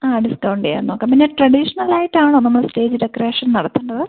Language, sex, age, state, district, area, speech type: Malayalam, female, 18-30, Kerala, Idukki, rural, conversation